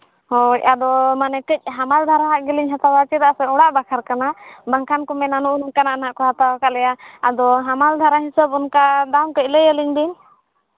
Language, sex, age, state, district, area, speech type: Santali, female, 18-30, Jharkhand, East Singhbhum, rural, conversation